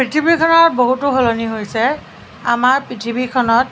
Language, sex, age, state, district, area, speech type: Assamese, female, 30-45, Assam, Nagaon, rural, spontaneous